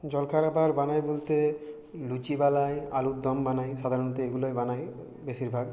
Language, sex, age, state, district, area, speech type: Bengali, male, 30-45, West Bengal, Purulia, rural, spontaneous